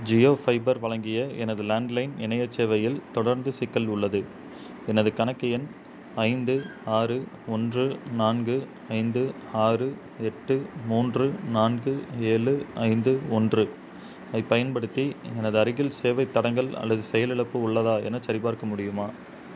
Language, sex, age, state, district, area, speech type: Tamil, male, 18-30, Tamil Nadu, Namakkal, rural, read